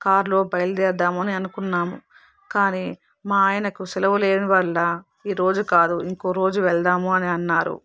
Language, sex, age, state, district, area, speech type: Telugu, female, 45-60, Telangana, Hyderabad, urban, spontaneous